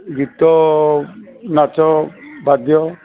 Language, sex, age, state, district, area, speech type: Odia, male, 45-60, Odisha, Sambalpur, rural, conversation